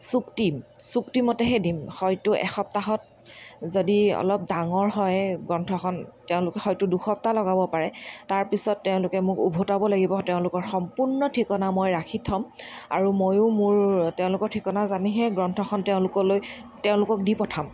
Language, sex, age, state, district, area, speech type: Assamese, female, 30-45, Assam, Dhemaji, rural, spontaneous